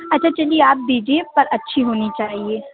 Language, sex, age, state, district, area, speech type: Urdu, female, 30-45, Uttar Pradesh, Lucknow, urban, conversation